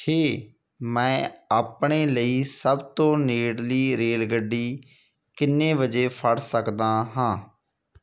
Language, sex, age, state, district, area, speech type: Punjabi, male, 45-60, Punjab, Barnala, rural, read